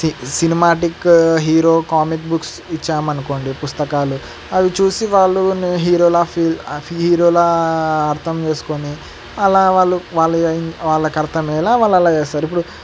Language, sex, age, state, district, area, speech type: Telugu, male, 18-30, Andhra Pradesh, Sri Satya Sai, urban, spontaneous